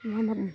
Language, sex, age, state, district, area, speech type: Assamese, female, 45-60, Assam, Darrang, rural, spontaneous